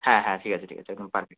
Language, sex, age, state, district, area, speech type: Bengali, male, 18-30, West Bengal, Kolkata, urban, conversation